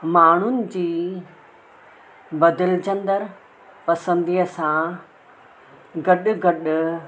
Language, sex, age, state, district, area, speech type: Sindhi, female, 60+, Maharashtra, Mumbai Suburban, urban, spontaneous